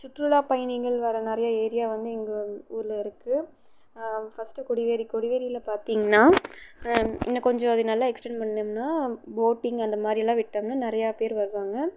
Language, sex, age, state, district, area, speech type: Tamil, female, 18-30, Tamil Nadu, Erode, rural, spontaneous